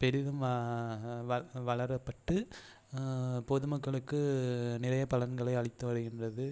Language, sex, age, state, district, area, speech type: Tamil, male, 30-45, Tamil Nadu, Ariyalur, rural, spontaneous